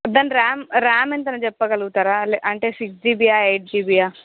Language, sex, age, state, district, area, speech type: Telugu, female, 30-45, Andhra Pradesh, Visakhapatnam, urban, conversation